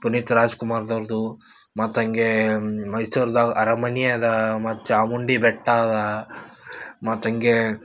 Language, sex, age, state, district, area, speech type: Kannada, male, 18-30, Karnataka, Gulbarga, urban, spontaneous